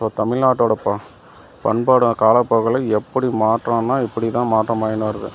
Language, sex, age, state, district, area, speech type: Tamil, male, 30-45, Tamil Nadu, Dharmapuri, urban, spontaneous